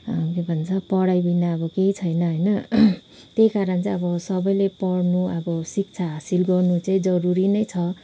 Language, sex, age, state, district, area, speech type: Nepali, female, 30-45, West Bengal, Kalimpong, rural, spontaneous